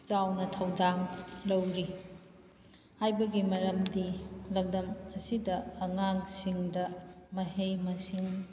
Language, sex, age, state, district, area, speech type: Manipuri, female, 30-45, Manipur, Kakching, rural, spontaneous